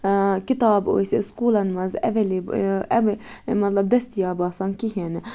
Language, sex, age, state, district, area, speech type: Kashmiri, female, 30-45, Jammu and Kashmir, Budgam, rural, spontaneous